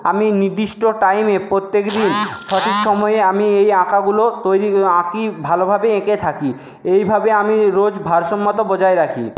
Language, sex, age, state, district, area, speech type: Bengali, male, 60+, West Bengal, Jhargram, rural, spontaneous